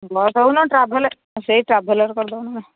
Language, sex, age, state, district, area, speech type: Odia, female, 45-60, Odisha, Angul, rural, conversation